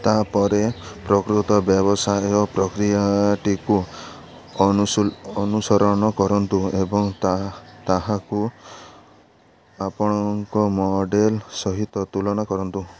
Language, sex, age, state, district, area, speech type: Odia, male, 30-45, Odisha, Malkangiri, urban, read